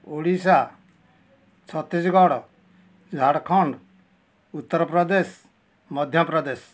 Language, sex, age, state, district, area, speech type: Odia, male, 60+, Odisha, Kendujhar, urban, spontaneous